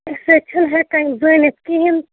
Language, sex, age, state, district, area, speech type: Kashmiri, female, 30-45, Jammu and Kashmir, Bandipora, rural, conversation